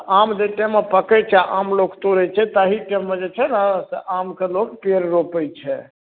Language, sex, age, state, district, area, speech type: Maithili, male, 30-45, Bihar, Darbhanga, urban, conversation